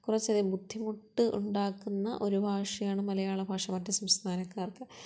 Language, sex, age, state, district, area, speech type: Malayalam, female, 30-45, Kerala, Kollam, rural, spontaneous